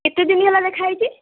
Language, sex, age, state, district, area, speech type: Odia, female, 18-30, Odisha, Kendujhar, urban, conversation